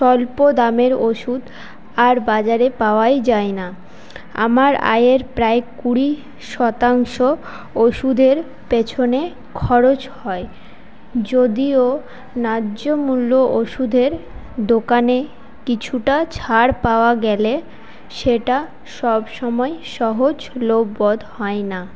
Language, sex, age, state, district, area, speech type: Bengali, female, 30-45, West Bengal, Paschim Bardhaman, urban, spontaneous